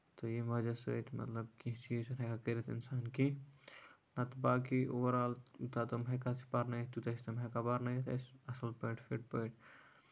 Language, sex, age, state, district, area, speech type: Kashmiri, male, 30-45, Jammu and Kashmir, Kupwara, rural, spontaneous